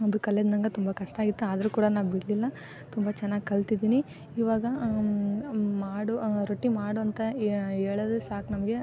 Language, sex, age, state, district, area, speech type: Kannada, female, 18-30, Karnataka, Koppal, rural, spontaneous